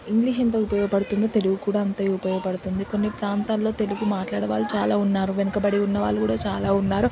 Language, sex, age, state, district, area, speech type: Telugu, female, 18-30, Andhra Pradesh, Srikakulam, urban, spontaneous